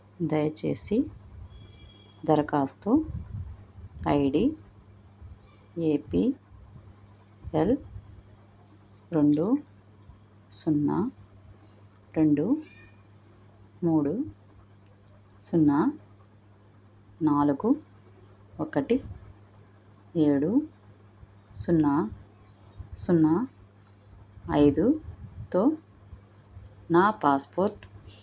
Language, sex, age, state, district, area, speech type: Telugu, female, 45-60, Andhra Pradesh, Krishna, urban, read